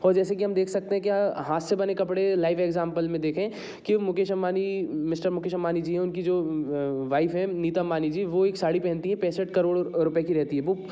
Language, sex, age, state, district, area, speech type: Hindi, male, 30-45, Madhya Pradesh, Jabalpur, urban, spontaneous